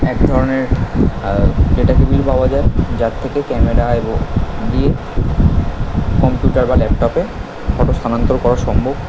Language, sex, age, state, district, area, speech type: Bengali, male, 18-30, West Bengal, Kolkata, urban, spontaneous